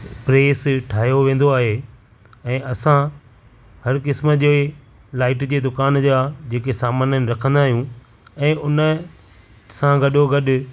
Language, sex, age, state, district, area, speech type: Sindhi, male, 45-60, Maharashtra, Thane, urban, spontaneous